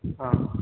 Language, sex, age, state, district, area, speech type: Kannada, male, 18-30, Karnataka, Mysore, urban, conversation